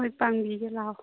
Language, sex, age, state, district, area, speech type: Manipuri, female, 18-30, Manipur, Churachandpur, urban, conversation